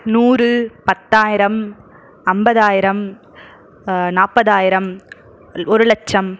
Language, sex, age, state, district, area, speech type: Tamil, male, 45-60, Tamil Nadu, Krishnagiri, rural, spontaneous